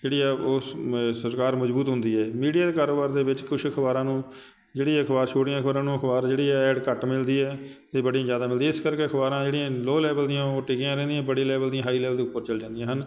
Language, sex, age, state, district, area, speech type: Punjabi, male, 45-60, Punjab, Shaheed Bhagat Singh Nagar, urban, spontaneous